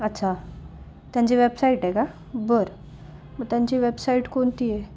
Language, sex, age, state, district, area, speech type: Marathi, female, 18-30, Maharashtra, Nashik, urban, spontaneous